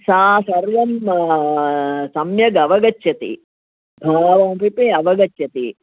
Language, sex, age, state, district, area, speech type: Sanskrit, female, 60+, Tamil Nadu, Chennai, urban, conversation